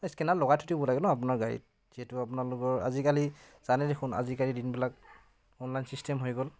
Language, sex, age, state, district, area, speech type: Assamese, male, 30-45, Assam, Dhemaji, rural, spontaneous